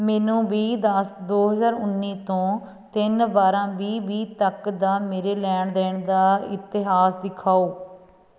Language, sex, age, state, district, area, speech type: Punjabi, female, 30-45, Punjab, Fatehgarh Sahib, urban, read